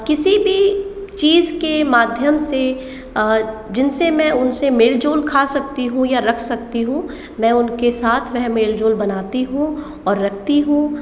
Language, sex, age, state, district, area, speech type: Hindi, female, 18-30, Rajasthan, Jaipur, urban, spontaneous